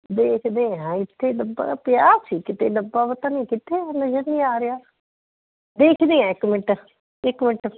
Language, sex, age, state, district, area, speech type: Punjabi, female, 45-60, Punjab, Firozpur, rural, conversation